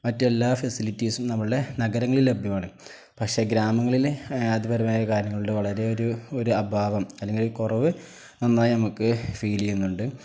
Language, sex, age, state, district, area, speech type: Malayalam, male, 18-30, Kerala, Kozhikode, rural, spontaneous